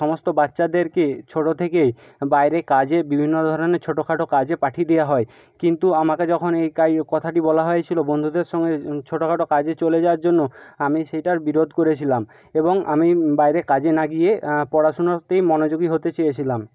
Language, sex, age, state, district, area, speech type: Bengali, male, 60+, West Bengal, Jhargram, rural, spontaneous